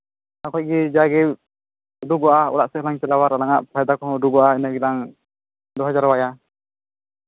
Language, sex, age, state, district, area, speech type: Santali, male, 18-30, Jharkhand, Pakur, rural, conversation